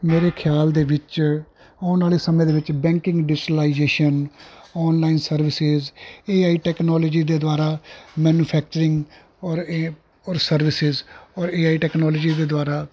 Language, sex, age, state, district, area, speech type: Punjabi, male, 45-60, Punjab, Ludhiana, urban, spontaneous